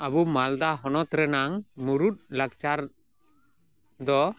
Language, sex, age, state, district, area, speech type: Santali, male, 45-60, West Bengal, Malda, rural, spontaneous